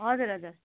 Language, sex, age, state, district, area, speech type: Nepali, female, 30-45, West Bengal, Kalimpong, rural, conversation